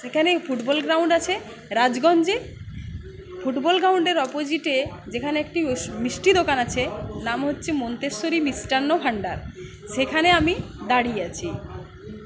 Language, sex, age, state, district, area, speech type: Bengali, female, 30-45, West Bengal, Uttar Dinajpur, rural, spontaneous